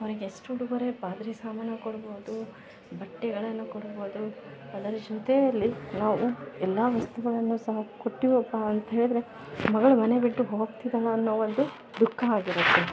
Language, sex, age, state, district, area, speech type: Kannada, female, 30-45, Karnataka, Vijayanagara, rural, spontaneous